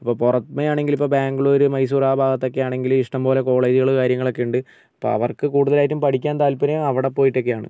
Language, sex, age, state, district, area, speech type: Malayalam, male, 30-45, Kerala, Wayanad, rural, spontaneous